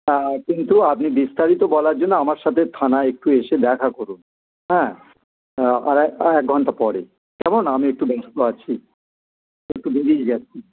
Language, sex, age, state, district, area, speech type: Bengali, male, 60+, West Bengal, Dakshin Dinajpur, rural, conversation